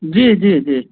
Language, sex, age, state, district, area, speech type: Hindi, male, 18-30, Uttar Pradesh, Azamgarh, rural, conversation